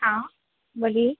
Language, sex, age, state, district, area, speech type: Hindi, female, 18-30, Madhya Pradesh, Harda, urban, conversation